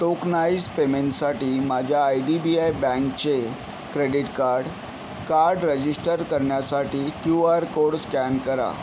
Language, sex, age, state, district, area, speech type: Marathi, male, 18-30, Maharashtra, Yavatmal, urban, read